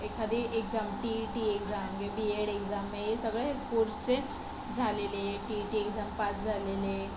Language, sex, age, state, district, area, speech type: Marathi, female, 18-30, Maharashtra, Solapur, urban, spontaneous